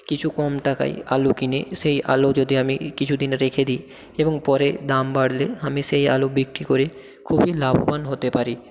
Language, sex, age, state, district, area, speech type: Bengali, male, 18-30, West Bengal, South 24 Parganas, rural, spontaneous